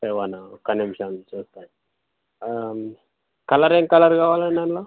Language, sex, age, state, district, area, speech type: Telugu, male, 18-30, Telangana, Jangaon, rural, conversation